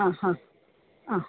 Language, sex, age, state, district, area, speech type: Malayalam, female, 45-60, Kerala, Alappuzha, urban, conversation